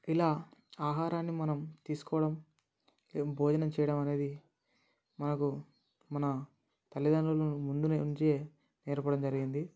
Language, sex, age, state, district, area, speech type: Telugu, male, 18-30, Telangana, Mancherial, rural, spontaneous